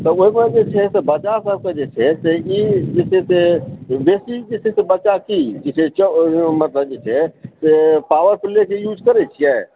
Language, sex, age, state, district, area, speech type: Maithili, male, 45-60, Bihar, Supaul, rural, conversation